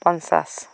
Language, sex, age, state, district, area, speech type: Assamese, female, 45-60, Assam, Dhemaji, rural, spontaneous